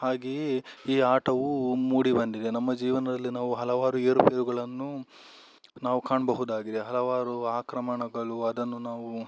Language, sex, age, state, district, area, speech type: Kannada, male, 18-30, Karnataka, Udupi, rural, spontaneous